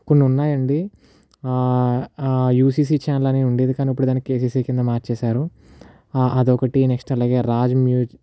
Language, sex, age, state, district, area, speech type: Telugu, male, 18-30, Andhra Pradesh, Kakinada, urban, spontaneous